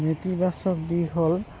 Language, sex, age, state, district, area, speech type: Assamese, female, 60+, Assam, Goalpara, urban, spontaneous